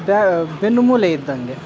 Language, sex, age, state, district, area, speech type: Kannada, male, 60+, Karnataka, Kodagu, rural, spontaneous